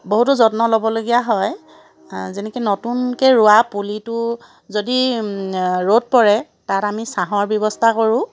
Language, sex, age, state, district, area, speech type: Assamese, female, 45-60, Assam, Charaideo, urban, spontaneous